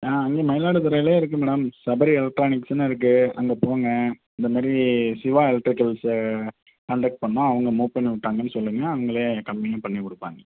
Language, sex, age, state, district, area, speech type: Tamil, male, 30-45, Tamil Nadu, Tiruvarur, rural, conversation